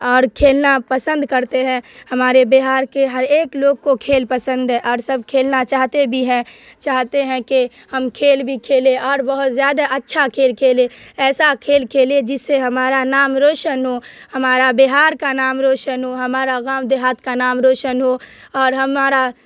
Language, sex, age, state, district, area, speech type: Urdu, female, 18-30, Bihar, Darbhanga, rural, spontaneous